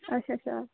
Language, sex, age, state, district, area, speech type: Dogri, female, 18-30, Jammu and Kashmir, Kathua, rural, conversation